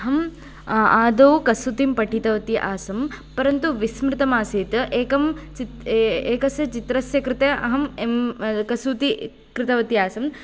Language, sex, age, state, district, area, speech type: Sanskrit, female, 18-30, Karnataka, Haveri, rural, spontaneous